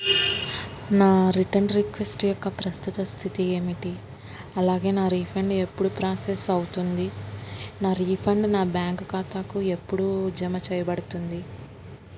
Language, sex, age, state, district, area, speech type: Telugu, female, 30-45, Andhra Pradesh, Kurnool, urban, spontaneous